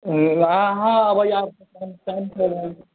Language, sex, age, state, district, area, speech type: Maithili, male, 18-30, Bihar, Muzaffarpur, rural, conversation